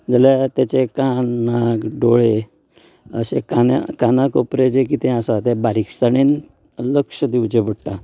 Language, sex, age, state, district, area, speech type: Goan Konkani, male, 30-45, Goa, Canacona, rural, spontaneous